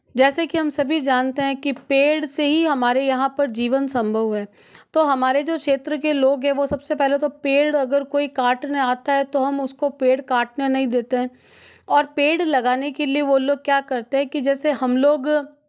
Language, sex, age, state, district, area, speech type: Hindi, female, 18-30, Rajasthan, Jodhpur, urban, spontaneous